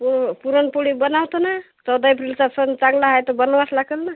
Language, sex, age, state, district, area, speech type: Marathi, female, 30-45, Maharashtra, Washim, rural, conversation